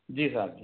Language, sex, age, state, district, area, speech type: Hindi, male, 60+, Madhya Pradesh, Balaghat, rural, conversation